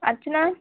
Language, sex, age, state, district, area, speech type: Tamil, female, 18-30, Tamil Nadu, Vellore, urban, conversation